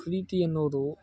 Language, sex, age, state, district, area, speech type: Kannada, male, 18-30, Karnataka, Mysore, rural, spontaneous